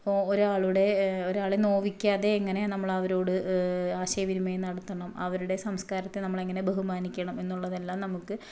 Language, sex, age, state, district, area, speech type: Malayalam, female, 30-45, Kerala, Ernakulam, rural, spontaneous